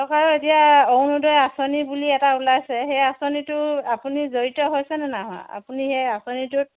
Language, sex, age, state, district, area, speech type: Assamese, female, 45-60, Assam, Dibrugarh, rural, conversation